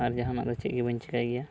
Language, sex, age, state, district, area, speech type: Santali, male, 18-30, West Bengal, Purba Bardhaman, rural, spontaneous